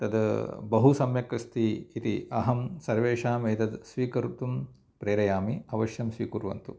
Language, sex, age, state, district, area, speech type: Sanskrit, male, 45-60, Andhra Pradesh, Kurnool, rural, spontaneous